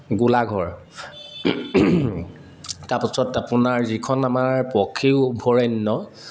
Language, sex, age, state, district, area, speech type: Assamese, male, 30-45, Assam, Sivasagar, urban, spontaneous